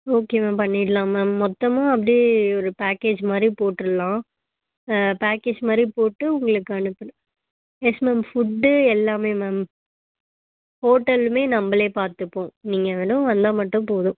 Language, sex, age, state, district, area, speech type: Tamil, female, 18-30, Tamil Nadu, Chennai, urban, conversation